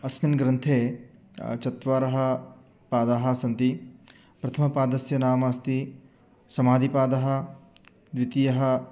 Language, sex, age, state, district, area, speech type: Sanskrit, male, 30-45, Maharashtra, Sangli, urban, spontaneous